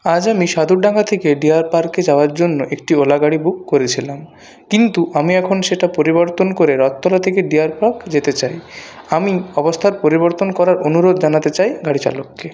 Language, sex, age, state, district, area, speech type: Bengali, male, 30-45, West Bengal, Purulia, urban, spontaneous